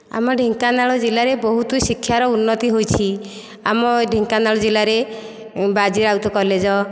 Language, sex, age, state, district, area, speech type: Odia, female, 45-60, Odisha, Dhenkanal, rural, spontaneous